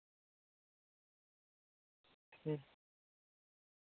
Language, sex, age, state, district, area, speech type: Santali, female, 18-30, West Bengal, Jhargram, rural, conversation